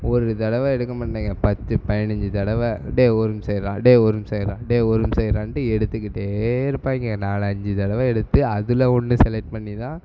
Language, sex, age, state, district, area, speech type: Tamil, male, 18-30, Tamil Nadu, Tirunelveli, rural, spontaneous